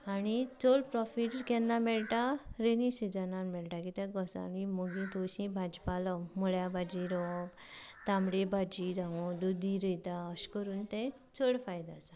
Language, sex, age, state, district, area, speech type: Goan Konkani, female, 18-30, Goa, Canacona, rural, spontaneous